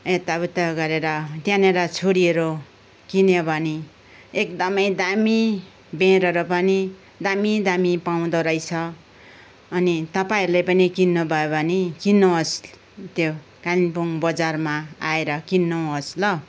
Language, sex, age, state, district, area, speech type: Nepali, female, 60+, West Bengal, Kalimpong, rural, spontaneous